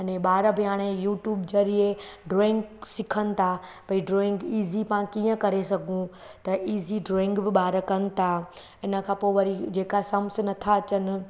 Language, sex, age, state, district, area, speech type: Sindhi, female, 30-45, Gujarat, Surat, urban, spontaneous